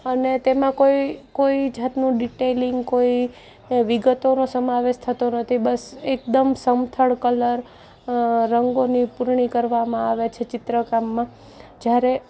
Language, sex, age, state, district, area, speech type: Gujarati, female, 30-45, Gujarat, Junagadh, urban, spontaneous